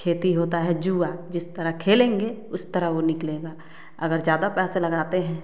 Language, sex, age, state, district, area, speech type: Hindi, female, 30-45, Bihar, Samastipur, rural, spontaneous